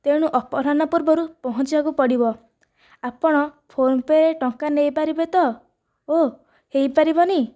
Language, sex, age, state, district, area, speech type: Odia, female, 18-30, Odisha, Nayagarh, rural, spontaneous